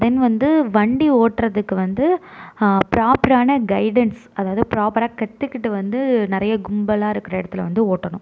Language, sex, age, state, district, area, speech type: Tamil, female, 18-30, Tamil Nadu, Tiruvarur, urban, spontaneous